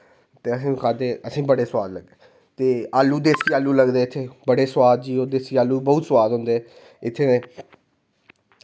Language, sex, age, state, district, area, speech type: Dogri, male, 18-30, Jammu and Kashmir, Reasi, rural, spontaneous